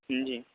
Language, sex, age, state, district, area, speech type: Urdu, male, 30-45, Uttar Pradesh, Muzaffarnagar, urban, conversation